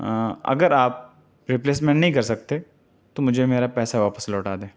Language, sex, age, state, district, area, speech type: Urdu, male, 18-30, Delhi, Central Delhi, rural, spontaneous